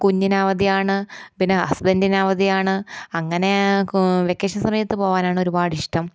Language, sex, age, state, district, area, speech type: Malayalam, female, 30-45, Kerala, Kollam, rural, spontaneous